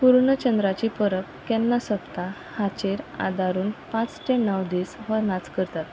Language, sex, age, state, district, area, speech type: Goan Konkani, female, 30-45, Goa, Quepem, rural, spontaneous